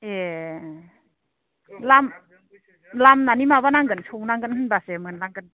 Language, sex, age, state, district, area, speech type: Bodo, female, 60+, Assam, Udalguri, rural, conversation